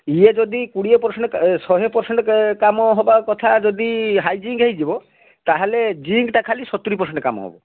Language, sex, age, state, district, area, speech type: Odia, male, 60+, Odisha, Balasore, rural, conversation